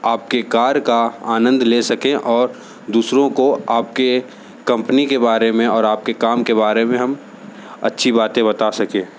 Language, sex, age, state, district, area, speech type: Hindi, male, 60+, Uttar Pradesh, Sonbhadra, rural, spontaneous